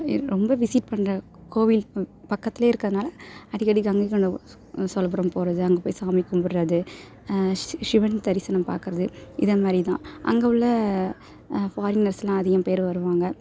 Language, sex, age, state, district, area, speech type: Tamil, female, 18-30, Tamil Nadu, Perambalur, rural, spontaneous